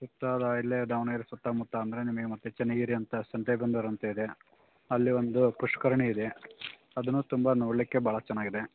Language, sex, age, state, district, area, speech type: Kannada, male, 45-60, Karnataka, Davanagere, urban, conversation